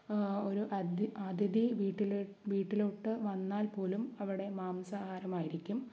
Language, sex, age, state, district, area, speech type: Malayalam, female, 45-60, Kerala, Palakkad, rural, spontaneous